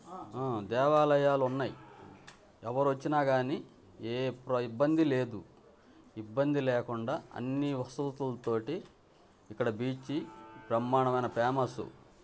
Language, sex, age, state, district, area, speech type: Telugu, male, 60+, Andhra Pradesh, Bapatla, urban, spontaneous